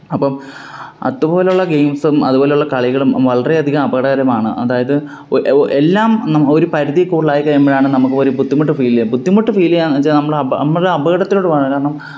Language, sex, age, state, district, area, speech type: Malayalam, male, 18-30, Kerala, Kollam, rural, spontaneous